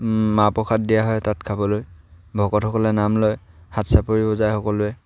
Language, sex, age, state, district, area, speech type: Assamese, male, 18-30, Assam, Sivasagar, rural, spontaneous